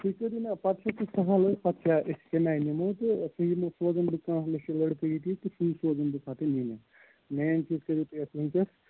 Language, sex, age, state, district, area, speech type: Kashmiri, male, 18-30, Jammu and Kashmir, Srinagar, urban, conversation